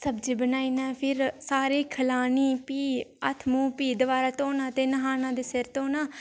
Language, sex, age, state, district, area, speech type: Dogri, female, 18-30, Jammu and Kashmir, Udhampur, rural, spontaneous